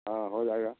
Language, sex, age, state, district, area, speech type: Hindi, male, 60+, Bihar, Samastipur, urban, conversation